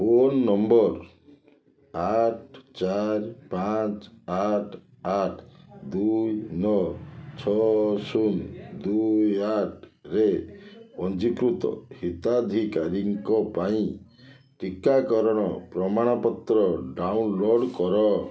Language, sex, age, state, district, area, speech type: Odia, male, 45-60, Odisha, Balasore, rural, read